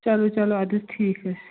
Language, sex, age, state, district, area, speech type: Kashmiri, female, 30-45, Jammu and Kashmir, Bandipora, rural, conversation